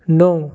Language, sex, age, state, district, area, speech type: Goan Konkani, male, 18-30, Goa, Tiswadi, rural, read